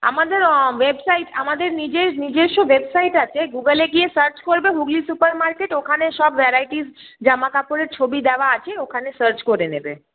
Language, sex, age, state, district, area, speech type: Bengali, female, 30-45, West Bengal, Hooghly, urban, conversation